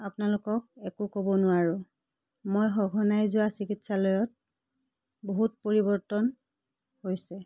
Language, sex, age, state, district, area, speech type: Assamese, female, 45-60, Assam, Biswanath, rural, spontaneous